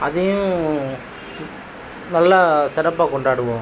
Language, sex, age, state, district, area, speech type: Tamil, male, 45-60, Tamil Nadu, Cuddalore, rural, spontaneous